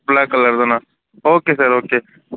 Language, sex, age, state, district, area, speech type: Tamil, male, 45-60, Tamil Nadu, Sivaganga, urban, conversation